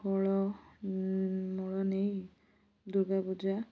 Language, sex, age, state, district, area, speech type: Odia, female, 18-30, Odisha, Balasore, rural, spontaneous